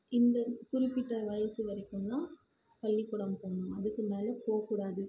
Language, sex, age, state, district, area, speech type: Tamil, female, 18-30, Tamil Nadu, Krishnagiri, rural, spontaneous